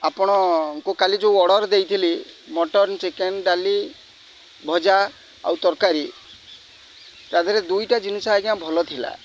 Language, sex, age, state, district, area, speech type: Odia, male, 45-60, Odisha, Kendrapara, urban, spontaneous